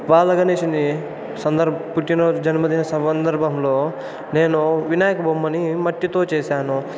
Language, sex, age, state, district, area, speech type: Telugu, male, 18-30, Andhra Pradesh, Chittoor, rural, spontaneous